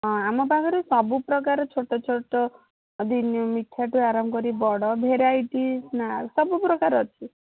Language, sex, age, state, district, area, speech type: Odia, female, 18-30, Odisha, Bhadrak, rural, conversation